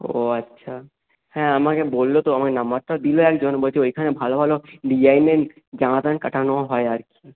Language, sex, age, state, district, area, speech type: Bengali, male, 18-30, West Bengal, Nadia, rural, conversation